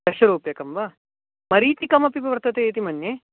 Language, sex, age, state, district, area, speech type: Sanskrit, male, 18-30, Karnataka, Dakshina Kannada, urban, conversation